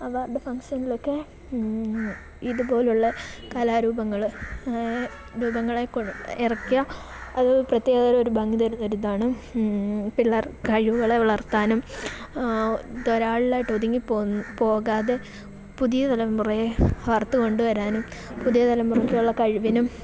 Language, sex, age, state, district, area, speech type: Malayalam, female, 18-30, Kerala, Kollam, rural, spontaneous